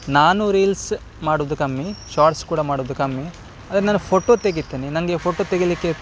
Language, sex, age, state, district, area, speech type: Kannada, male, 30-45, Karnataka, Udupi, rural, spontaneous